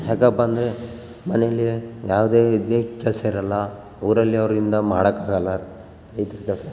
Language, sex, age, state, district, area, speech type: Kannada, male, 18-30, Karnataka, Bellary, rural, spontaneous